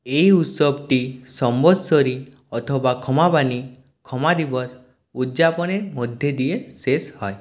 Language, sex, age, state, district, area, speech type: Bengali, male, 18-30, West Bengal, Purulia, rural, read